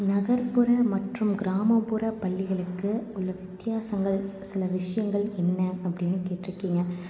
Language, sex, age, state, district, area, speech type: Tamil, female, 18-30, Tamil Nadu, Tiruppur, rural, spontaneous